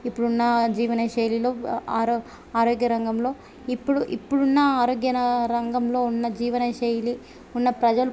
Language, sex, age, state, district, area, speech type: Telugu, female, 18-30, Telangana, Medak, urban, spontaneous